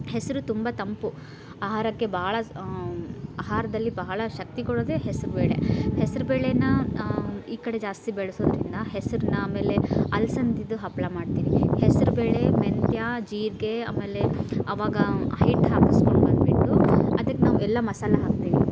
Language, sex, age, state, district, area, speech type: Kannada, female, 30-45, Karnataka, Koppal, rural, spontaneous